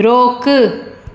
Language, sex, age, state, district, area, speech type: Sindhi, female, 30-45, Gujarat, Surat, urban, read